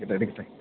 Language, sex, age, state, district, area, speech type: Malayalam, male, 18-30, Kerala, Idukki, rural, conversation